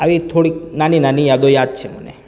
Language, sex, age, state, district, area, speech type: Gujarati, male, 30-45, Gujarat, Surat, rural, spontaneous